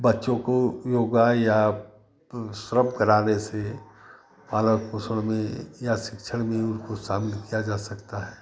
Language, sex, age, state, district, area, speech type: Hindi, male, 60+, Uttar Pradesh, Chandauli, urban, spontaneous